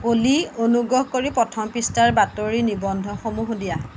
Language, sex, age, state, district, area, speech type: Assamese, female, 30-45, Assam, Jorhat, urban, read